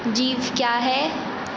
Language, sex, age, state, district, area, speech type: Hindi, female, 18-30, Madhya Pradesh, Hoshangabad, rural, read